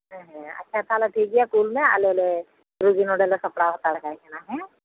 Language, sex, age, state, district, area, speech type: Santali, female, 45-60, West Bengal, Uttar Dinajpur, rural, conversation